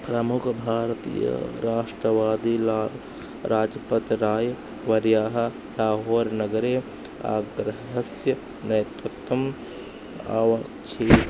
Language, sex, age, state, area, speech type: Sanskrit, male, 18-30, Uttar Pradesh, urban, read